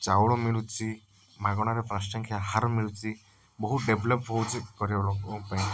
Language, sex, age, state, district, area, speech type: Odia, male, 30-45, Odisha, Cuttack, urban, spontaneous